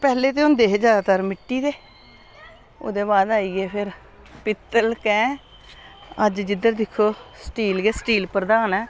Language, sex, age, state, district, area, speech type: Dogri, female, 60+, Jammu and Kashmir, Samba, urban, spontaneous